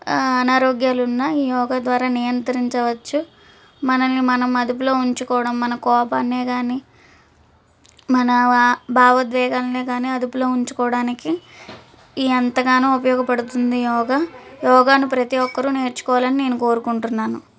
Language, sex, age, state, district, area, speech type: Telugu, female, 18-30, Andhra Pradesh, Palnadu, urban, spontaneous